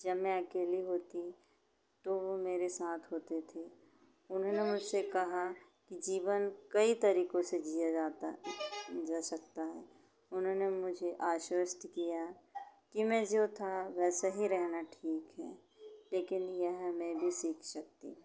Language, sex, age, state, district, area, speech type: Hindi, female, 30-45, Madhya Pradesh, Chhindwara, urban, spontaneous